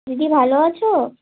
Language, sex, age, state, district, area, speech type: Bengali, female, 18-30, West Bengal, Bankura, urban, conversation